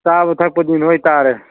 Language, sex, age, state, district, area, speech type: Manipuri, male, 30-45, Manipur, Churachandpur, rural, conversation